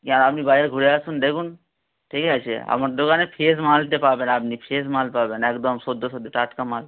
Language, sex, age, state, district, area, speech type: Bengali, male, 18-30, West Bengal, Howrah, urban, conversation